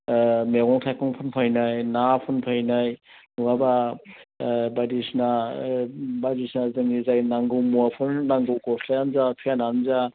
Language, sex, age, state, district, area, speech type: Bodo, male, 60+, Assam, Udalguri, urban, conversation